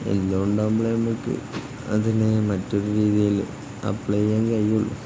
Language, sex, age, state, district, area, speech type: Malayalam, male, 18-30, Kerala, Kozhikode, rural, spontaneous